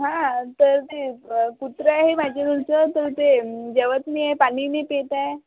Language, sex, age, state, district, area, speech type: Marathi, female, 45-60, Maharashtra, Amravati, rural, conversation